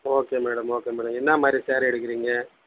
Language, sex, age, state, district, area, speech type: Tamil, male, 18-30, Tamil Nadu, Kallakurichi, rural, conversation